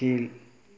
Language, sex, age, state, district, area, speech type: Tamil, male, 18-30, Tamil Nadu, Dharmapuri, urban, read